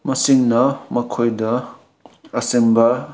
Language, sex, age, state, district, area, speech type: Manipuri, male, 18-30, Manipur, Senapati, rural, spontaneous